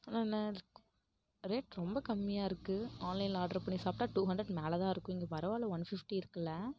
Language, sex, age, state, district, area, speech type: Tamil, female, 18-30, Tamil Nadu, Kallakurichi, rural, spontaneous